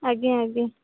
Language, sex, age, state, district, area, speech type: Odia, female, 18-30, Odisha, Rayagada, rural, conversation